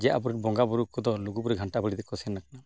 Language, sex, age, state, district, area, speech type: Santali, male, 45-60, Odisha, Mayurbhanj, rural, spontaneous